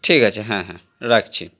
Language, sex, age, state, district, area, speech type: Bengali, male, 18-30, West Bengal, Howrah, urban, spontaneous